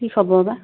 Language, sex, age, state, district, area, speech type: Assamese, female, 45-60, Assam, Sivasagar, rural, conversation